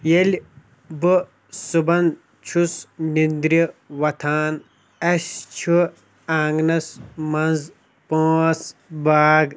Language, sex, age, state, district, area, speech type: Kashmiri, male, 18-30, Jammu and Kashmir, Kulgam, rural, spontaneous